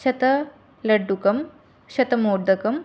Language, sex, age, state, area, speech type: Sanskrit, female, 18-30, Tripura, rural, spontaneous